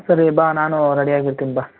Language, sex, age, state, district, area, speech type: Kannada, male, 18-30, Karnataka, Bangalore Rural, urban, conversation